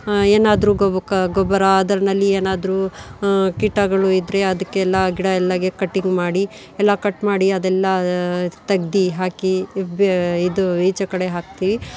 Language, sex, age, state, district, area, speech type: Kannada, female, 45-60, Karnataka, Bangalore Urban, rural, spontaneous